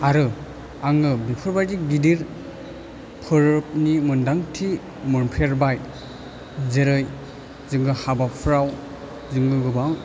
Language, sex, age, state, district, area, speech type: Bodo, male, 18-30, Assam, Chirang, urban, spontaneous